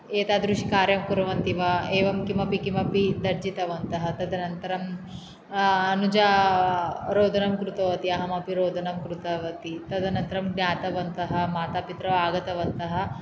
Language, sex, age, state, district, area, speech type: Sanskrit, female, 18-30, Andhra Pradesh, Anantapur, rural, spontaneous